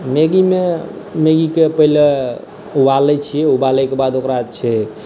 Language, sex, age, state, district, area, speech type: Maithili, male, 18-30, Bihar, Saharsa, rural, spontaneous